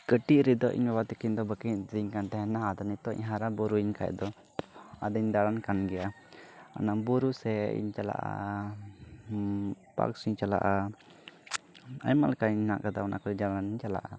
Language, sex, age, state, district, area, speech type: Santali, male, 18-30, Jharkhand, Pakur, rural, spontaneous